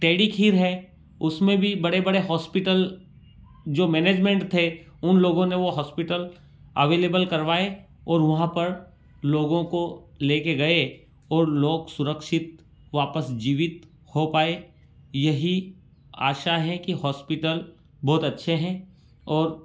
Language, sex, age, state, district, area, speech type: Hindi, male, 30-45, Madhya Pradesh, Ujjain, rural, spontaneous